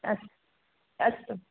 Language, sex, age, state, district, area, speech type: Sanskrit, female, 18-30, Karnataka, Dakshina Kannada, rural, conversation